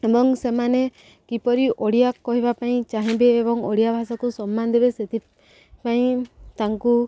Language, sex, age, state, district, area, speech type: Odia, female, 18-30, Odisha, Subarnapur, urban, spontaneous